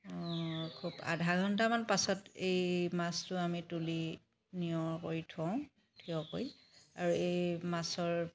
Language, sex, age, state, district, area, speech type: Assamese, female, 30-45, Assam, Charaideo, urban, spontaneous